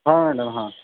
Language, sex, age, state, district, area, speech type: Marathi, male, 45-60, Maharashtra, Nagpur, urban, conversation